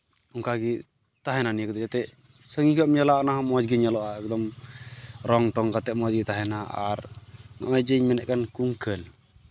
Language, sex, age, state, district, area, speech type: Santali, male, 18-30, West Bengal, Malda, rural, spontaneous